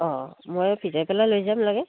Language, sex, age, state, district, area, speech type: Assamese, female, 45-60, Assam, Udalguri, rural, conversation